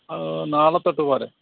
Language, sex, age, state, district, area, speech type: Malayalam, male, 45-60, Kerala, Kottayam, rural, conversation